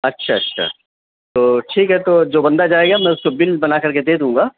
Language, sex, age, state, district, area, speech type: Urdu, male, 30-45, Uttar Pradesh, Mau, urban, conversation